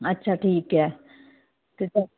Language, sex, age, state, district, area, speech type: Punjabi, female, 30-45, Punjab, Muktsar, urban, conversation